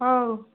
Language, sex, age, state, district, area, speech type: Odia, female, 45-60, Odisha, Gajapati, rural, conversation